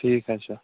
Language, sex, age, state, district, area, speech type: Kashmiri, male, 18-30, Jammu and Kashmir, Shopian, urban, conversation